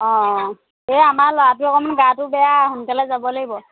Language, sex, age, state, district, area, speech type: Assamese, female, 18-30, Assam, Dhemaji, urban, conversation